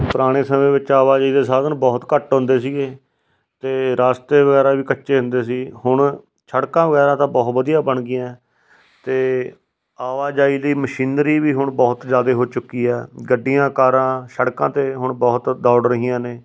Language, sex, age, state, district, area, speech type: Punjabi, male, 45-60, Punjab, Fatehgarh Sahib, rural, spontaneous